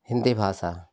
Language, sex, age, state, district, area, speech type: Hindi, male, 60+, Uttar Pradesh, Jaunpur, rural, spontaneous